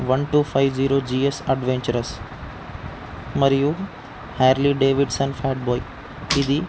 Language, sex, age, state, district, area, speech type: Telugu, male, 18-30, Telangana, Ranga Reddy, urban, spontaneous